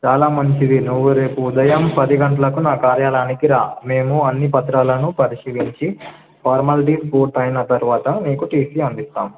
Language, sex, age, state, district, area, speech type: Telugu, male, 18-30, Telangana, Nizamabad, urban, conversation